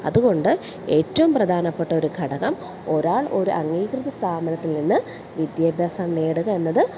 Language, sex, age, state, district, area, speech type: Malayalam, female, 30-45, Kerala, Alappuzha, urban, spontaneous